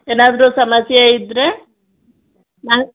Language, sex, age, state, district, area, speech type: Kannada, female, 45-60, Karnataka, Chamarajanagar, rural, conversation